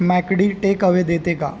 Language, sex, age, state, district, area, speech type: Marathi, male, 30-45, Maharashtra, Mumbai Suburban, urban, read